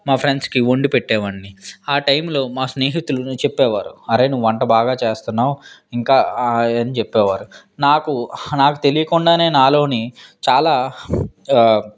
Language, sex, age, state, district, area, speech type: Telugu, male, 18-30, Andhra Pradesh, Vizianagaram, urban, spontaneous